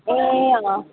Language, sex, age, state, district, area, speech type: Nepali, female, 18-30, West Bengal, Darjeeling, rural, conversation